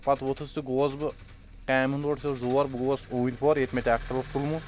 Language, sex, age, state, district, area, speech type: Kashmiri, male, 18-30, Jammu and Kashmir, Shopian, rural, spontaneous